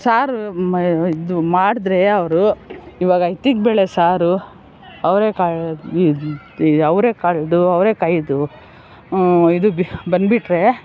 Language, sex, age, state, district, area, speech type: Kannada, female, 60+, Karnataka, Bangalore Rural, rural, spontaneous